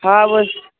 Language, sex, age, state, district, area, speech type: Kashmiri, male, 18-30, Jammu and Kashmir, Kupwara, rural, conversation